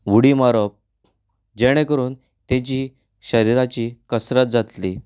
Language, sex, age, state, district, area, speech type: Goan Konkani, male, 30-45, Goa, Canacona, rural, spontaneous